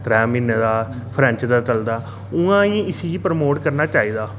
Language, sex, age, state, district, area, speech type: Dogri, male, 30-45, Jammu and Kashmir, Reasi, urban, spontaneous